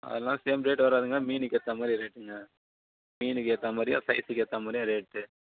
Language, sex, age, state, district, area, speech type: Tamil, male, 30-45, Tamil Nadu, Chengalpattu, rural, conversation